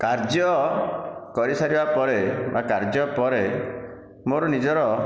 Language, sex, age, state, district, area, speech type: Odia, male, 60+, Odisha, Khordha, rural, spontaneous